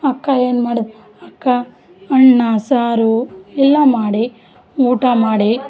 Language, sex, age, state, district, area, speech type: Kannada, female, 45-60, Karnataka, Vijayanagara, rural, spontaneous